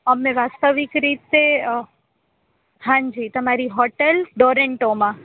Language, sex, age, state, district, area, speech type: Gujarati, female, 18-30, Gujarat, Rajkot, rural, conversation